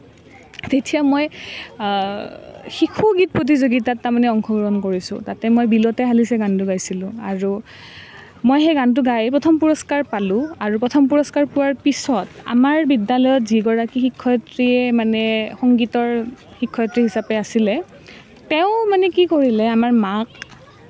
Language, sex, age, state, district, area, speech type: Assamese, female, 18-30, Assam, Nalbari, rural, spontaneous